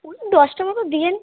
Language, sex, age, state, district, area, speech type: Bengali, female, 45-60, West Bengal, Purba Bardhaman, rural, conversation